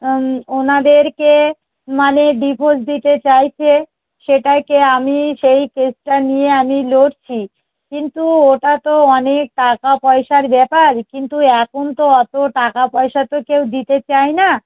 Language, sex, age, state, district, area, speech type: Bengali, female, 45-60, West Bengal, Darjeeling, urban, conversation